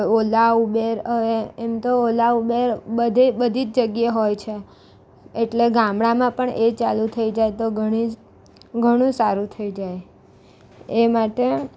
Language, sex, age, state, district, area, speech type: Gujarati, female, 18-30, Gujarat, Valsad, rural, spontaneous